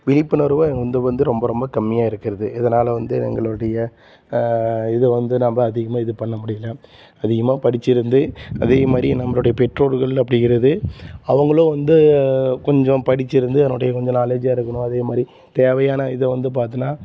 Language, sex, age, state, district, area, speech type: Tamil, male, 30-45, Tamil Nadu, Salem, rural, spontaneous